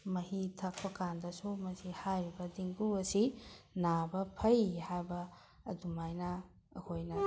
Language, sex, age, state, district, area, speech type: Manipuri, female, 60+, Manipur, Bishnupur, rural, spontaneous